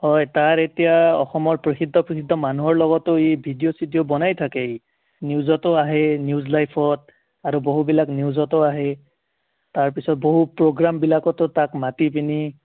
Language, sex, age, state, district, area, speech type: Assamese, male, 30-45, Assam, Sonitpur, rural, conversation